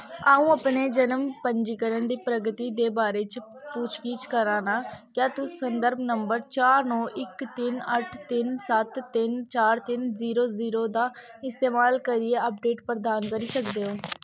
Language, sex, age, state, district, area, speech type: Dogri, female, 18-30, Jammu and Kashmir, Kathua, rural, read